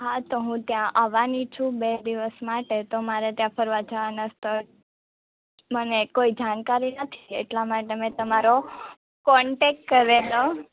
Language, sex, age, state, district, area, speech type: Gujarati, female, 18-30, Gujarat, Surat, rural, conversation